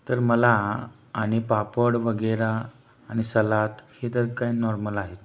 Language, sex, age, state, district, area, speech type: Marathi, male, 30-45, Maharashtra, Satara, rural, spontaneous